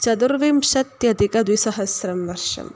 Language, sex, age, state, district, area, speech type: Sanskrit, female, 18-30, Kerala, Kollam, urban, spontaneous